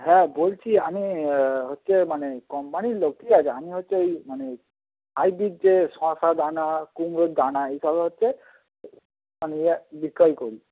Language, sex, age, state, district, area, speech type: Bengali, male, 18-30, West Bengal, Darjeeling, rural, conversation